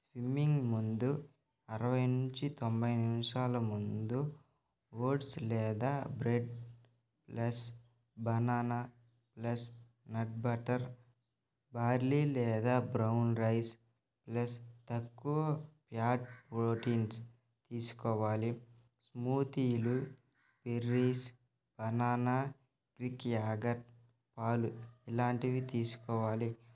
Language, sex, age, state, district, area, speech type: Telugu, male, 18-30, Andhra Pradesh, Nellore, rural, spontaneous